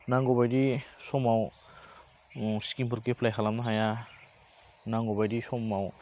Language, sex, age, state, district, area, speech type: Bodo, male, 18-30, Assam, Baksa, rural, spontaneous